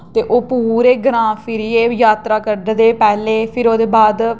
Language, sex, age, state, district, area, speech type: Dogri, female, 18-30, Jammu and Kashmir, Jammu, rural, spontaneous